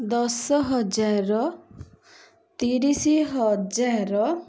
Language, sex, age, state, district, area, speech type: Odia, female, 30-45, Odisha, Ganjam, urban, spontaneous